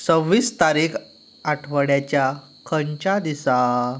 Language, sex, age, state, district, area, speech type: Goan Konkani, male, 18-30, Goa, Canacona, rural, read